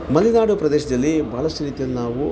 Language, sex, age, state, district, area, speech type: Kannada, male, 30-45, Karnataka, Kolar, rural, spontaneous